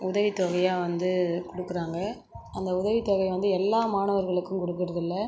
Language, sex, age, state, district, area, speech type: Tamil, female, 45-60, Tamil Nadu, Cuddalore, rural, spontaneous